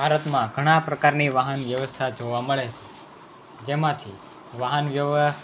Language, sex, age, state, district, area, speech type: Gujarati, male, 18-30, Gujarat, Anand, rural, spontaneous